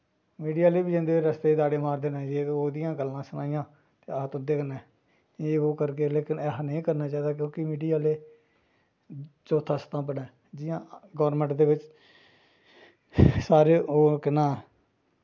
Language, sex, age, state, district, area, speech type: Dogri, male, 45-60, Jammu and Kashmir, Jammu, rural, spontaneous